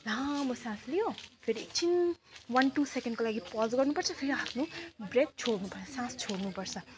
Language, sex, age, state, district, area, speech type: Nepali, female, 30-45, West Bengal, Alipurduar, urban, spontaneous